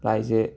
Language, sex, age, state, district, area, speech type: Manipuri, male, 45-60, Manipur, Imphal West, urban, spontaneous